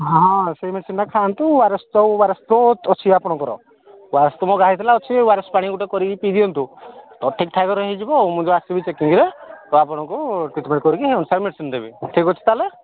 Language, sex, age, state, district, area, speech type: Odia, male, 45-60, Odisha, Angul, rural, conversation